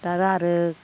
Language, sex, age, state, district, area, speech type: Bodo, female, 60+, Assam, Udalguri, rural, spontaneous